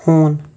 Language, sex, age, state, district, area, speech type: Kashmiri, male, 45-60, Jammu and Kashmir, Shopian, urban, read